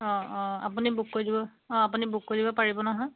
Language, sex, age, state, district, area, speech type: Assamese, female, 30-45, Assam, Majuli, urban, conversation